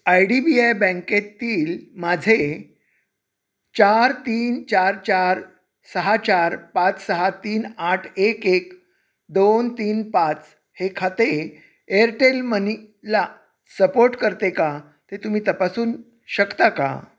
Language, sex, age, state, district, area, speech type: Marathi, male, 60+, Maharashtra, Sangli, urban, read